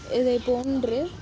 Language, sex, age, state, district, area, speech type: Tamil, female, 45-60, Tamil Nadu, Mayiladuthurai, rural, spontaneous